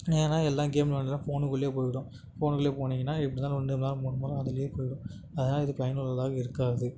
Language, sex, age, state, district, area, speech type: Tamil, male, 18-30, Tamil Nadu, Tiruvannamalai, urban, spontaneous